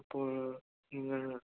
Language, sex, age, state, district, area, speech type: Malayalam, male, 18-30, Kerala, Idukki, rural, conversation